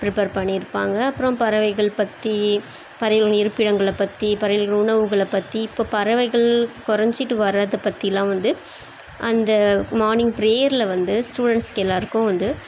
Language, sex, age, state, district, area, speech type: Tamil, female, 30-45, Tamil Nadu, Chennai, urban, spontaneous